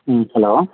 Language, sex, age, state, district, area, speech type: Tamil, male, 30-45, Tamil Nadu, Thoothukudi, urban, conversation